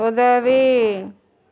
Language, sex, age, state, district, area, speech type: Tamil, female, 60+, Tamil Nadu, Tiruvarur, rural, read